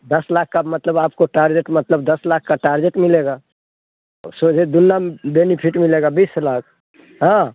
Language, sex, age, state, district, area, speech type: Hindi, male, 60+, Bihar, Muzaffarpur, rural, conversation